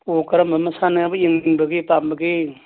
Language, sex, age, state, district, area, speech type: Manipuri, male, 60+, Manipur, Churachandpur, urban, conversation